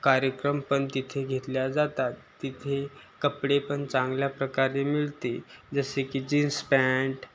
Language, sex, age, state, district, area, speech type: Marathi, male, 18-30, Maharashtra, Osmanabad, rural, spontaneous